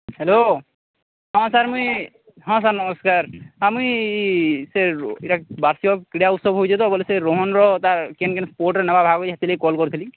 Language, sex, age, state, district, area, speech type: Odia, male, 30-45, Odisha, Sambalpur, rural, conversation